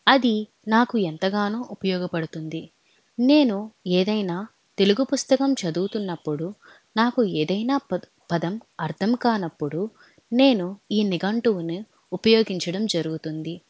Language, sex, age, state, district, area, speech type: Telugu, female, 18-30, Andhra Pradesh, Alluri Sitarama Raju, urban, spontaneous